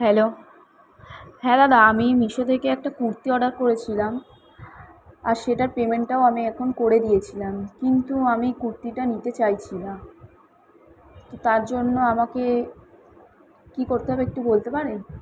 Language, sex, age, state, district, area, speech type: Bengali, female, 18-30, West Bengal, Kolkata, urban, spontaneous